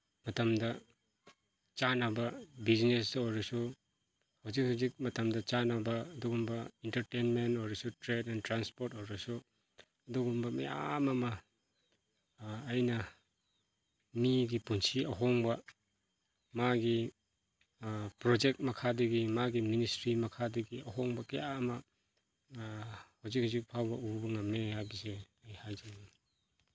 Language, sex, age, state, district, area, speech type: Manipuri, male, 30-45, Manipur, Chandel, rural, spontaneous